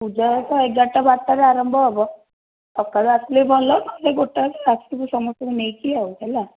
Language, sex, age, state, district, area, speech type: Odia, female, 30-45, Odisha, Cuttack, urban, conversation